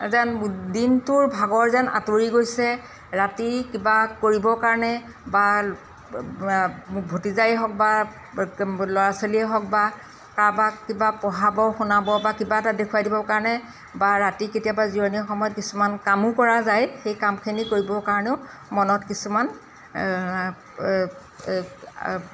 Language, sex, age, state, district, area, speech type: Assamese, female, 45-60, Assam, Golaghat, urban, spontaneous